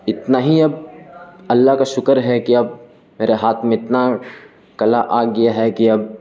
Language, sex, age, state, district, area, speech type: Urdu, male, 18-30, Bihar, Gaya, urban, spontaneous